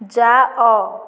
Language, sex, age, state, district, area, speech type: Odia, female, 18-30, Odisha, Nayagarh, rural, read